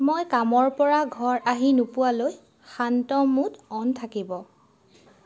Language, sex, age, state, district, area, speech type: Assamese, female, 30-45, Assam, Lakhimpur, rural, read